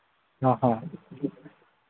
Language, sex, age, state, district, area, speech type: Manipuri, male, 45-60, Manipur, Imphal East, rural, conversation